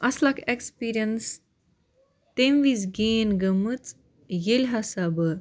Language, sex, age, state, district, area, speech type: Kashmiri, female, 18-30, Jammu and Kashmir, Baramulla, rural, spontaneous